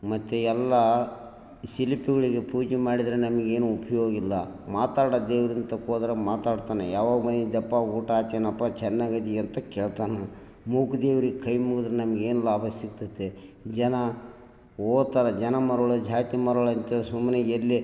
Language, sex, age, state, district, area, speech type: Kannada, male, 60+, Karnataka, Bellary, rural, spontaneous